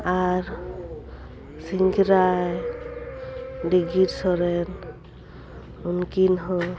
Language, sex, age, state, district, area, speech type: Santali, female, 30-45, West Bengal, Bankura, rural, spontaneous